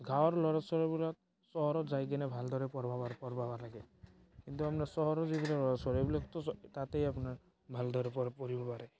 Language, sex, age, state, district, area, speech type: Assamese, male, 18-30, Assam, Barpeta, rural, spontaneous